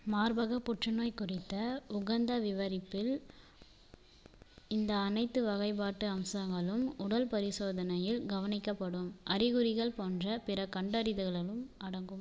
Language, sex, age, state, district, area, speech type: Tamil, female, 30-45, Tamil Nadu, Viluppuram, rural, read